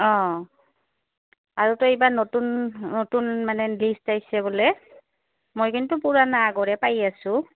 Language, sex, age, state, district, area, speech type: Assamese, female, 30-45, Assam, Goalpara, rural, conversation